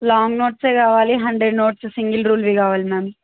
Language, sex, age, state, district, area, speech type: Telugu, female, 18-30, Telangana, Mahbubnagar, urban, conversation